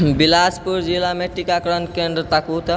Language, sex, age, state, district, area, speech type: Maithili, female, 30-45, Bihar, Purnia, urban, read